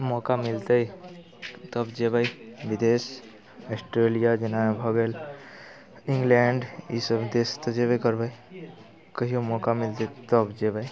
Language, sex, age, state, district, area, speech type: Maithili, male, 18-30, Bihar, Muzaffarpur, rural, spontaneous